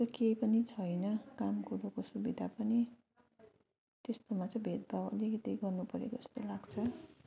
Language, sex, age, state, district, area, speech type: Nepali, female, 18-30, West Bengal, Darjeeling, rural, spontaneous